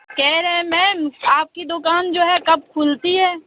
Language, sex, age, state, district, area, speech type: Urdu, female, 30-45, Uttar Pradesh, Lucknow, urban, conversation